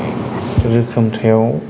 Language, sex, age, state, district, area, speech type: Bodo, male, 30-45, Assam, Kokrajhar, rural, spontaneous